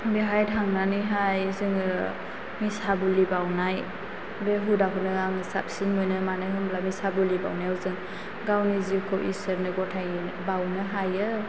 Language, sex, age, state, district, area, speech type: Bodo, female, 18-30, Assam, Chirang, rural, spontaneous